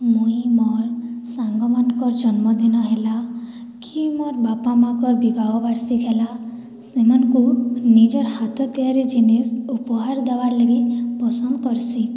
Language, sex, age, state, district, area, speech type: Odia, female, 45-60, Odisha, Boudh, rural, spontaneous